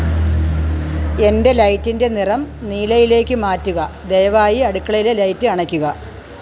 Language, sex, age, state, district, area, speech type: Malayalam, female, 45-60, Kerala, Kollam, rural, read